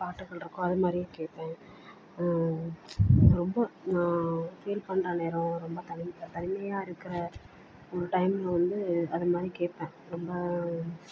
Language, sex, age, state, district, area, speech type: Tamil, female, 45-60, Tamil Nadu, Perambalur, rural, spontaneous